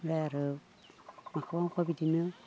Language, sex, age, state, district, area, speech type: Bodo, female, 60+, Assam, Udalguri, rural, spontaneous